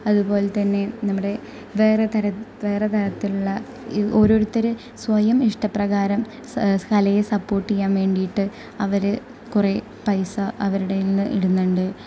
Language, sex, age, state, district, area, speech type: Malayalam, female, 18-30, Kerala, Thrissur, rural, spontaneous